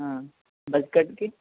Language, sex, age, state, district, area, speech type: Telugu, male, 18-30, Andhra Pradesh, Eluru, urban, conversation